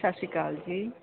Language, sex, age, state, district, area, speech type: Punjabi, female, 18-30, Punjab, Barnala, rural, conversation